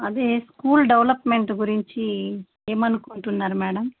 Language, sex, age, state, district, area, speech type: Telugu, female, 30-45, Andhra Pradesh, Chittoor, rural, conversation